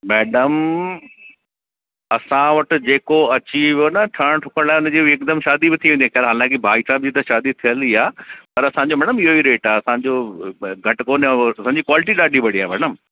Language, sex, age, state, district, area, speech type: Sindhi, male, 30-45, Delhi, South Delhi, urban, conversation